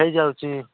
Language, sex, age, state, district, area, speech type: Odia, male, 45-60, Odisha, Nabarangpur, rural, conversation